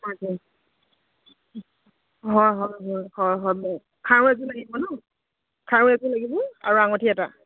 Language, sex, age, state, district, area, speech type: Assamese, female, 30-45, Assam, Dibrugarh, urban, conversation